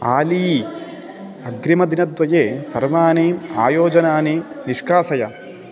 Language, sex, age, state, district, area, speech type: Sanskrit, male, 30-45, Telangana, Hyderabad, urban, read